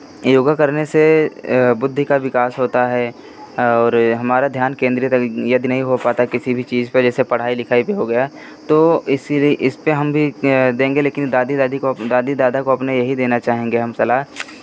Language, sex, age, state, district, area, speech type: Hindi, male, 18-30, Uttar Pradesh, Pratapgarh, urban, spontaneous